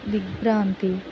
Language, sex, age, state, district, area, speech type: Telugu, female, 30-45, Andhra Pradesh, Guntur, rural, spontaneous